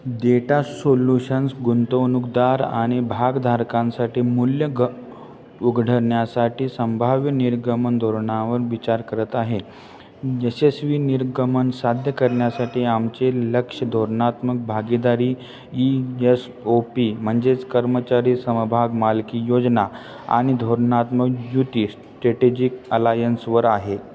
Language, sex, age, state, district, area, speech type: Marathi, male, 30-45, Maharashtra, Satara, rural, read